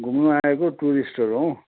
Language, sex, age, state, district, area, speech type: Nepali, male, 60+, West Bengal, Kalimpong, rural, conversation